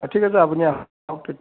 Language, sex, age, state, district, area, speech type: Assamese, male, 60+, Assam, Majuli, urban, conversation